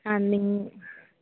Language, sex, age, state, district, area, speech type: Malayalam, female, 18-30, Kerala, Alappuzha, rural, conversation